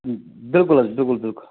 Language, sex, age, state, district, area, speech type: Kashmiri, male, 30-45, Jammu and Kashmir, Bandipora, rural, conversation